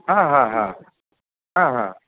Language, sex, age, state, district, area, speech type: Sindhi, male, 45-60, Uttar Pradesh, Lucknow, rural, conversation